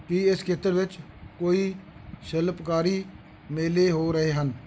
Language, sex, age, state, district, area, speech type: Punjabi, male, 60+, Punjab, Bathinda, urban, read